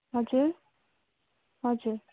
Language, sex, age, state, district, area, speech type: Nepali, female, 18-30, West Bengal, Darjeeling, rural, conversation